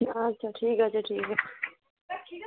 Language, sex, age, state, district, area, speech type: Bengali, female, 45-60, West Bengal, Darjeeling, urban, conversation